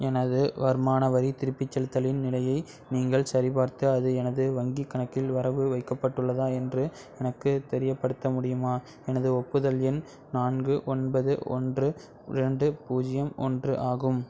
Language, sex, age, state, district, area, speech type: Tamil, male, 18-30, Tamil Nadu, Thanjavur, rural, read